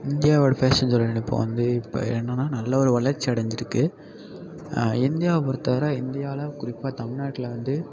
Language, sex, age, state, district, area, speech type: Tamil, male, 18-30, Tamil Nadu, Thanjavur, rural, spontaneous